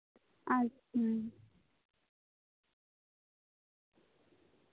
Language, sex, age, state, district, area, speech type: Santali, female, 18-30, West Bengal, Bankura, rural, conversation